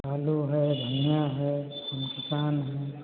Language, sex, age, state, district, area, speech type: Hindi, male, 45-60, Uttar Pradesh, Hardoi, rural, conversation